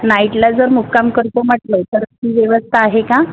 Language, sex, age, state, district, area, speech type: Marathi, female, 45-60, Maharashtra, Wardha, urban, conversation